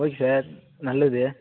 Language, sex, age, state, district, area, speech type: Tamil, male, 18-30, Tamil Nadu, Kallakurichi, rural, conversation